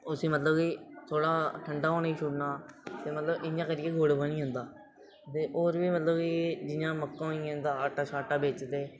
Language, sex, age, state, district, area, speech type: Dogri, male, 18-30, Jammu and Kashmir, Reasi, rural, spontaneous